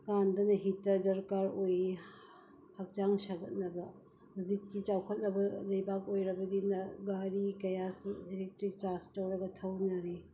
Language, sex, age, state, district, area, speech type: Manipuri, female, 60+, Manipur, Ukhrul, rural, spontaneous